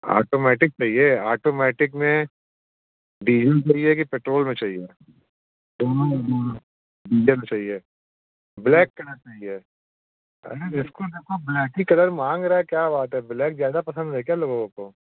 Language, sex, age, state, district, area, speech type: Hindi, male, 45-60, Uttar Pradesh, Prayagraj, urban, conversation